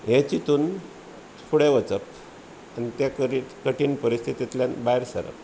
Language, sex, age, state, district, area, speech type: Goan Konkani, male, 45-60, Goa, Bardez, rural, spontaneous